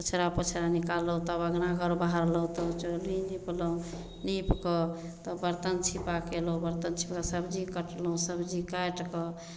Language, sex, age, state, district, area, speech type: Maithili, female, 45-60, Bihar, Samastipur, rural, spontaneous